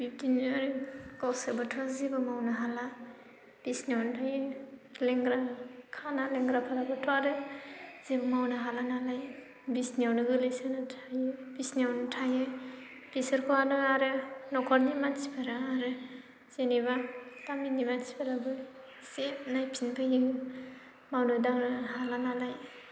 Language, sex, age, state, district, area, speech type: Bodo, female, 18-30, Assam, Baksa, rural, spontaneous